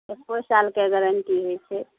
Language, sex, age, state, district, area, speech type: Maithili, female, 45-60, Bihar, Araria, rural, conversation